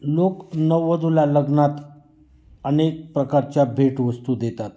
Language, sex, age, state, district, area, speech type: Marathi, male, 45-60, Maharashtra, Nashik, rural, spontaneous